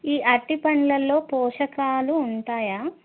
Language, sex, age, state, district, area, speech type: Telugu, female, 30-45, Andhra Pradesh, Krishna, urban, conversation